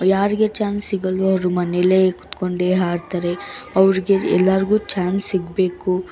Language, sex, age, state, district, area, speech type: Kannada, female, 18-30, Karnataka, Bangalore Urban, urban, spontaneous